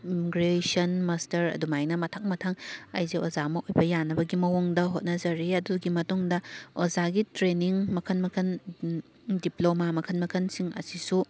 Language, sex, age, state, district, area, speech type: Manipuri, female, 18-30, Manipur, Thoubal, rural, spontaneous